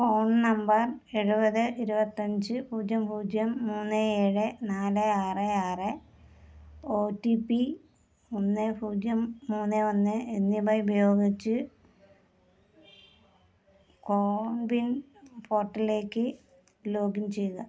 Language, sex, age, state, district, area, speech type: Malayalam, female, 45-60, Kerala, Alappuzha, rural, read